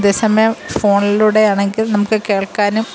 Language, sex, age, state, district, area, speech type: Malayalam, female, 45-60, Kerala, Kollam, rural, spontaneous